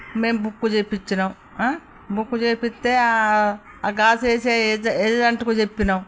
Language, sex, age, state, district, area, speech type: Telugu, female, 60+, Telangana, Peddapalli, rural, spontaneous